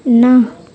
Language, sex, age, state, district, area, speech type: Odia, female, 18-30, Odisha, Nuapada, urban, read